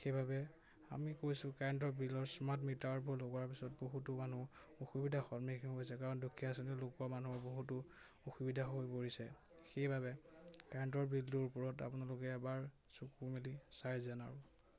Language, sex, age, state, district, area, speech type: Assamese, male, 18-30, Assam, Majuli, urban, spontaneous